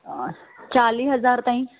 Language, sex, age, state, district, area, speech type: Sindhi, female, 30-45, Gujarat, Surat, urban, conversation